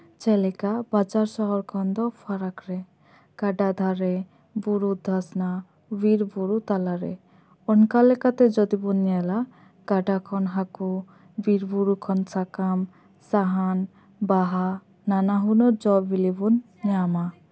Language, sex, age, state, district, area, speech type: Santali, female, 18-30, West Bengal, Purba Bardhaman, rural, spontaneous